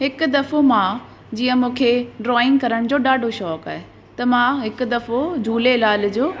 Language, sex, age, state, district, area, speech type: Sindhi, female, 30-45, Uttar Pradesh, Lucknow, urban, spontaneous